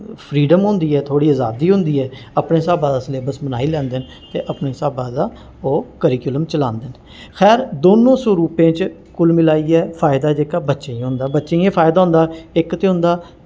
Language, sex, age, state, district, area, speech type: Dogri, male, 45-60, Jammu and Kashmir, Jammu, urban, spontaneous